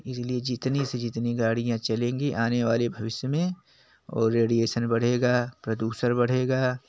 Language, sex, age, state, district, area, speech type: Hindi, male, 45-60, Uttar Pradesh, Jaunpur, rural, spontaneous